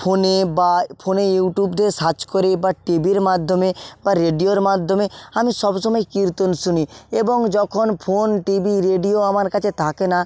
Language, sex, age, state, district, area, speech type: Bengali, male, 30-45, West Bengal, Purba Medinipur, rural, spontaneous